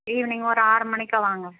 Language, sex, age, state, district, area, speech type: Tamil, female, 30-45, Tamil Nadu, Dharmapuri, rural, conversation